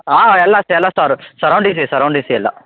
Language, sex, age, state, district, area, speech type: Kannada, male, 18-30, Karnataka, Tumkur, urban, conversation